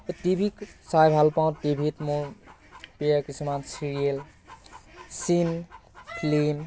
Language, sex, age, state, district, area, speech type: Assamese, male, 18-30, Assam, Lakhimpur, rural, spontaneous